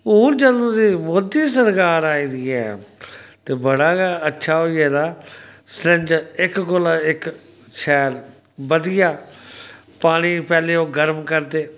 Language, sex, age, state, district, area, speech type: Dogri, male, 45-60, Jammu and Kashmir, Samba, rural, spontaneous